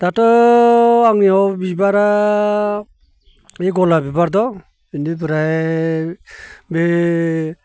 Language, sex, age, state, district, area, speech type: Bodo, male, 60+, Assam, Baksa, urban, spontaneous